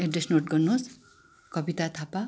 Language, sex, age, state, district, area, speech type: Nepali, female, 60+, West Bengal, Darjeeling, rural, spontaneous